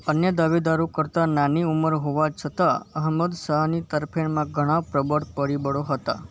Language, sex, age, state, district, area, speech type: Gujarati, male, 18-30, Gujarat, Kutch, urban, read